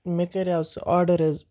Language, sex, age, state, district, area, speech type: Kashmiri, male, 18-30, Jammu and Kashmir, Baramulla, rural, spontaneous